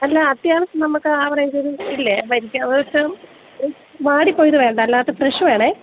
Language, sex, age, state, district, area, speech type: Malayalam, female, 30-45, Kerala, Idukki, rural, conversation